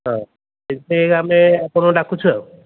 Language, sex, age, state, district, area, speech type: Odia, male, 60+, Odisha, Gajapati, rural, conversation